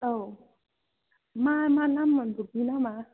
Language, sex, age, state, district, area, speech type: Bodo, female, 18-30, Assam, Kokrajhar, rural, conversation